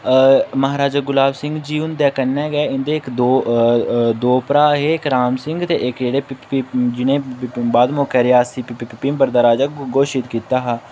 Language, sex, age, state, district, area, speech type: Dogri, male, 18-30, Jammu and Kashmir, Udhampur, rural, spontaneous